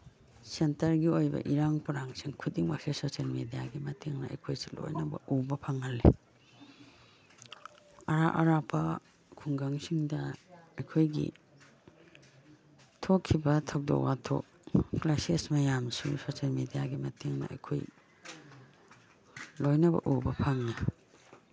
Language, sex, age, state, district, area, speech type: Manipuri, female, 60+, Manipur, Imphal East, rural, spontaneous